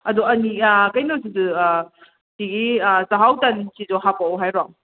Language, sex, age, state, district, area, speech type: Manipuri, female, 18-30, Manipur, Kakching, rural, conversation